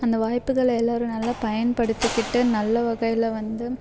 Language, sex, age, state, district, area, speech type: Tamil, female, 18-30, Tamil Nadu, Salem, urban, spontaneous